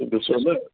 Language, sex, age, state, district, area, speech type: Sindhi, male, 60+, Delhi, South Delhi, urban, conversation